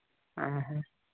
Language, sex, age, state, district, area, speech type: Santali, male, 18-30, Jharkhand, East Singhbhum, rural, conversation